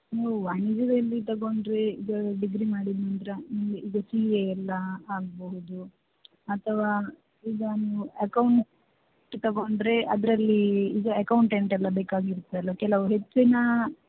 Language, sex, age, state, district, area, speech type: Kannada, female, 18-30, Karnataka, Shimoga, rural, conversation